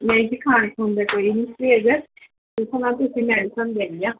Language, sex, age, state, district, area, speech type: Punjabi, female, 30-45, Punjab, Pathankot, urban, conversation